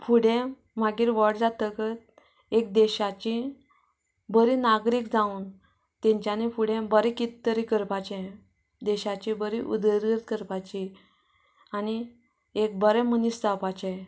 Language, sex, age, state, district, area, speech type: Goan Konkani, female, 30-45, Goa, Canacona, rural, spontaneous